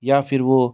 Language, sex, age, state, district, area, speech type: Hindi, male, 30-45, Rajasthan, Jodhpur, urban, spontaneous